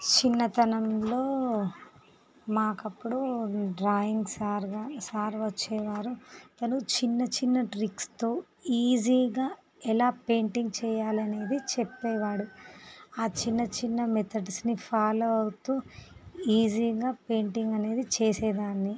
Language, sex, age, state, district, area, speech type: Telugu, female, 45-60, Andhra Pradesh, Visakhapatnam, urban, spontaneous